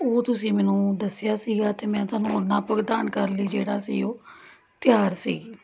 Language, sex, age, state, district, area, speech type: Punjabi, female, 30-45, Punjab, Tarn Taran, urban, spontaneous